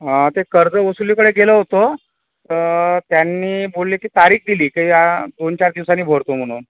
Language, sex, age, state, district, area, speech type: Marathi, male, 30-45, Maharashtra, Yavatmal, urban, conversation